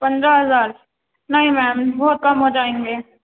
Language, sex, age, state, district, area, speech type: Urdu, female, 18-30, Uttar Pradesh, Gautam Buddha Nagar, urban, conversation